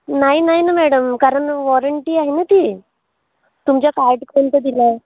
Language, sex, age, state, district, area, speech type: Marathi, female, 18-30, Maharashtra, Bhandara, rural, conversation